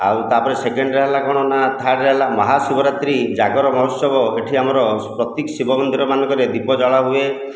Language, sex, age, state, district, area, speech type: Odia, male, 45-60, Odisha, Khordha, rural, spontaneous